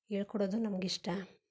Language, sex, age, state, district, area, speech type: Kannada, female, 45-60, Karnataka, Mandya, rural, spontaneous